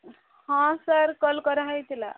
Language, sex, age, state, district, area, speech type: Odia, female, 30-45, Odisha, Subarnapur, urban, conversation